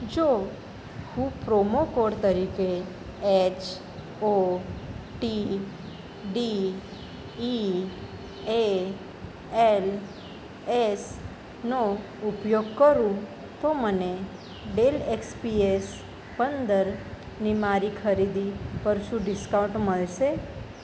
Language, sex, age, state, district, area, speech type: Gujarati, female, 30-45, Gujarat, Ahmedabad, urban, read